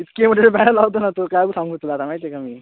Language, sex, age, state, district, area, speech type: Marathi, male, 18-30, Maharashtra, Thane, urban, conversation